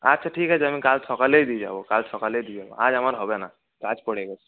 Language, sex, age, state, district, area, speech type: Bengali, male, 30-45, West Bengal, Paschim Bardhaman, urban, conversation